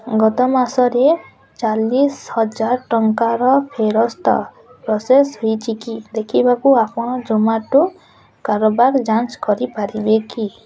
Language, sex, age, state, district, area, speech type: Odia, female, 18-30, Odisha, Bargarh, rural, read